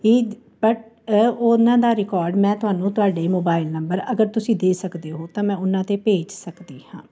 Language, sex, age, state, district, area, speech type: Punjabi, female, 45-60, Punjab, Jalandhar, urban, spontaneous